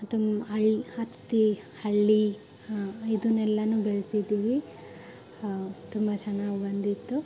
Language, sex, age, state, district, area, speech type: Kannada, female, 18-30, Karnataka, Koppal, urban, spontaneous